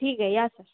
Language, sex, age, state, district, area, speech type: Marathi, female, 18-30, Maharashtra, Akola, rural, conversation